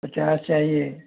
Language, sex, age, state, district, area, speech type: Hindi, male, 60+, Rajasthan, Jaipur, urban, conversation